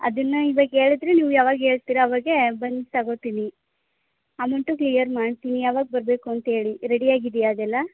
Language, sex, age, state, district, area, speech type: Kannada, female, 18-30, Karnataka, Chamarajanagar, rural, conversation